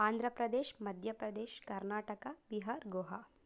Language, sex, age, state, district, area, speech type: Kannada, female, 30-45, Karnataka, Tumkur, rural, spontaneous